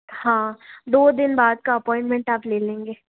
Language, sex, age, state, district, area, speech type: Hindi, female, 18-30, Rajasthan, Jodhpur, urban, conversation